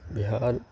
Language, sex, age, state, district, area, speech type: Urdu, male, 30-45, Bihar, Khagaria, rural, spontaneous